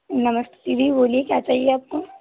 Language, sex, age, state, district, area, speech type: Hindi, other, 18-30, Madhya Pradesh, Balaghat, rural, conversation